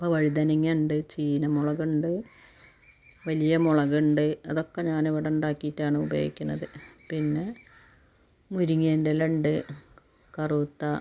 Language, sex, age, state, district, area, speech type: Malayalam, female, 45-60, Kerala, Malappuram, rural, spontaneous